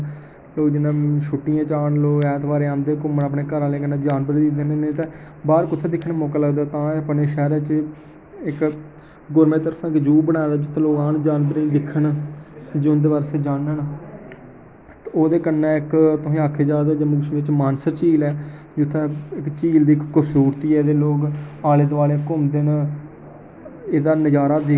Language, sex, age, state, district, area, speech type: Dogri, male, 18-30, Jammu and Kashmir, Jammu, urban, spontaneous